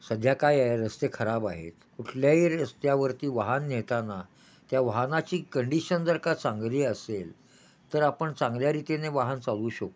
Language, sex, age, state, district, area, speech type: Marathi, male, 60+, Maharashtra, Kolhapur, urban, spontaneous